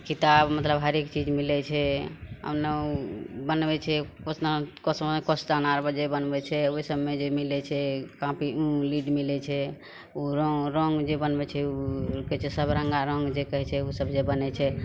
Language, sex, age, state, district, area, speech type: Maithili, female, 30-45, Bihar, Madhepura, rural, spontaneous